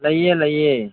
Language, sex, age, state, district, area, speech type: Manipuri, male, 45-60, Manipur, Imphal East, rural, conversation